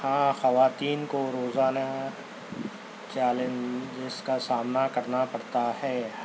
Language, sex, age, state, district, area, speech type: Urdu, male, 30-45, Telangana, Hyderabad, urban, spontaneous